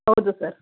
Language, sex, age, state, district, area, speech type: Kannada, female, 30-45, Karnataka, Chamarajanagar, rural, conversation